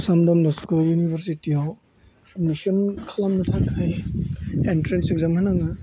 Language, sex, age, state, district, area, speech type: Bodo, male, 18-30, Assam, Udalguri, urban, spontaneous